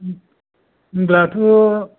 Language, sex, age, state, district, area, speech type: Bodo, male, 60+, Assam, Kokrajhar, rural, conversation